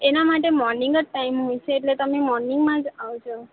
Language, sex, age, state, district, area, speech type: Gujarati, female, 18-30, Gujarat, Valsad, rural, conversation